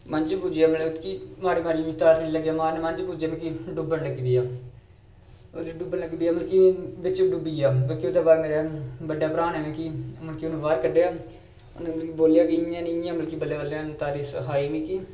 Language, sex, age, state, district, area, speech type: Dogri, male, 18-30, Jammu and Kashmir, Reasi, rural, spontaneous